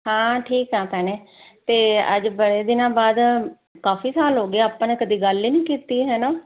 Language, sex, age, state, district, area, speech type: Punjabi, female, 30-45, Punjab, Firozpur, urban, conversation